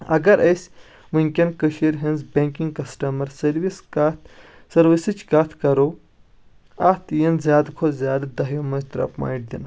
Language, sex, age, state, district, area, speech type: Kashmiri, male, 18-30, Jammu and Kashmir, Kulgam, urban, spontaneous